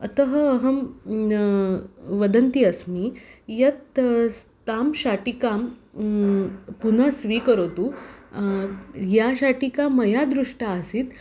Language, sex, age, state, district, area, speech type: Sanskrit, female, 30-45, Maharashtra, Nagpur, urban, spontaneous